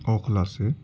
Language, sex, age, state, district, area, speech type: Urdu, male, 18-30, Delhi, South Delhi, urban, spontaneous